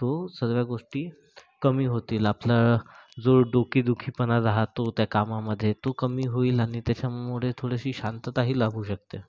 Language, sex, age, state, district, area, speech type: Marathi, male, 30-45, Maharashtra, Nagpur, urban, spontaneous